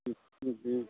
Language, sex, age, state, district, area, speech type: Tamil, male, 60+, Tamil Nadu, Thanjavur, rural, conversation